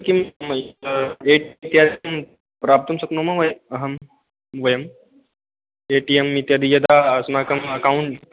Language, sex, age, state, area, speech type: Sanskrit, male, 18-30, Rajasthan, rural, conversation